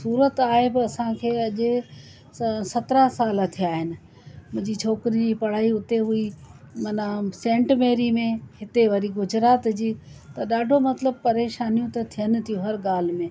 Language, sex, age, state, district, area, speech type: Sindhi, female, 60+, Gujarat, Surat, urban, spontaneous